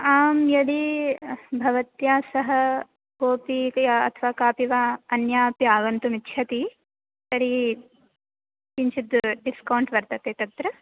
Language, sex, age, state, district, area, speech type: Sanskrit, female, 18-30, Telangana, Medchal, urban, conversation